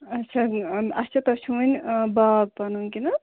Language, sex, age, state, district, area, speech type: Kashmiri, female, 18-30, Jammu and Kashmir, Ganderbal, rural, conversation